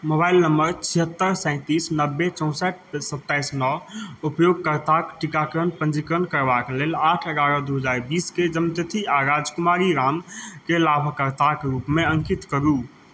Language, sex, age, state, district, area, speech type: Maithili, male, 30-45, Bihar, Madhubani, rural, read